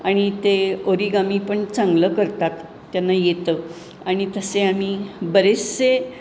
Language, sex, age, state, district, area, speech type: Marathi, female, 60+, Maharashtra, Pune, urban, spontaneous